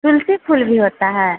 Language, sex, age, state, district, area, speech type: Hindi, female, 30-45, Bihar, Vaishali, urban, conversation